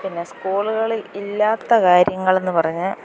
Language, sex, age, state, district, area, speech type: Malayalam, female, 45-60, Kerala, Kottayam, rural, spontaneous